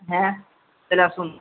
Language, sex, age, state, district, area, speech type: Bengali, male, 18-30, West Bengal, Uttar Dinajpur, urban, conversation